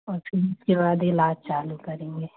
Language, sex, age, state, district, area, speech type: Hindi, female, 30-45, Madhya Pradesh, Seoni, urban, conversation